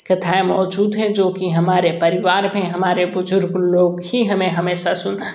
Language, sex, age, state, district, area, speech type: Hindi, male, 30-45, Uttar Pradesh, Sonbhadra, rural, spontaneous